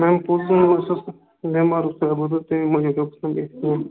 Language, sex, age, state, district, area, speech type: Kashmiri, male, 30-45, Jammu and Kashmir, Bandipora, urban, conversation